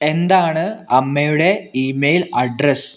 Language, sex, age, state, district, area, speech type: Malayalam, male, 18-30, Kerala, Wayanad, rural, read